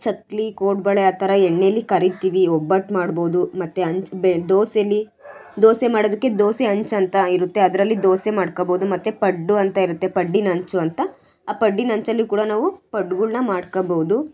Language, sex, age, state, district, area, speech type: Kannada, female, 18-30, Karnataka, Chitradurga, urban, spontaneous